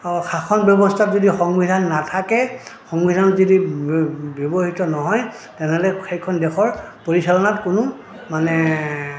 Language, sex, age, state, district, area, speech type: Assamese, male, 60+, Assam, Goalpara, rural, spontaneous